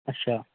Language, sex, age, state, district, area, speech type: Kashmiri, male, 30-45, Jammu and Kashmir, Ganderbal, rural, conversation